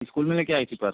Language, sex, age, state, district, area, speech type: Hindi, male, 30-45, Uttar Pradesh, Chandauli, rural, conversation